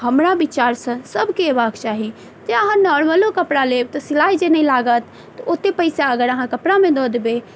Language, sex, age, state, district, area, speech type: Maithili, female, 30-45, Bihar, Madhubani, rural, spontaneous